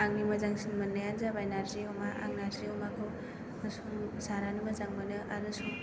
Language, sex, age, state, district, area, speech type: Bodo, female, 18-30, Assam, Chirang, rural, spontaneous